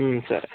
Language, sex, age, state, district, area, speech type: Telugu, male, 60+, Andhra Pradesh, Chittoor, rural, conversation